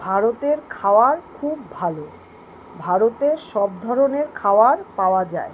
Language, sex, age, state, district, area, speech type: Bengali, female, 45-60, West Bengal, Kolkata, urban, spontaneous